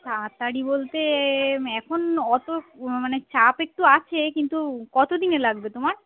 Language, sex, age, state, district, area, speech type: Bengali, female, 30-45, West Bengal, Darjeeling, rural, conversation